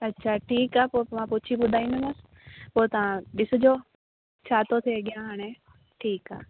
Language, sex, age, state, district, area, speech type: Sindhi, female, 18-30, Rajasthan, Ajmer, urban, conversation